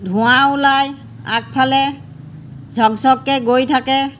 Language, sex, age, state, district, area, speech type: Assamese, female, 60+, Assam, Golaghat, urban, spontaneous